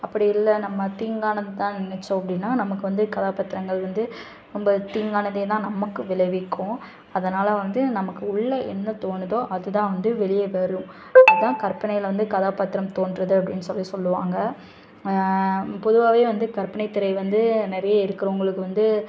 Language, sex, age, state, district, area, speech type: Tamil, female, 18-30, Tamil Nadu, Tirunelveli, rural, spontaneous